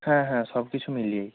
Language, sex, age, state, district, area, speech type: Bengali, male, 18-30, West Bengal, Bankura, rural, conversation